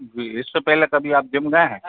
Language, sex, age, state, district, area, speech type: Hindi, male, 45-60, Madhya Pradesh, Hoshangabad, rural, conversation